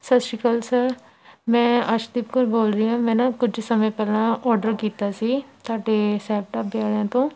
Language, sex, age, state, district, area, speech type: Punjabi, female, 18-30, Punjab, Shaheed Bhagat Singh Nagar, rural, spontaneous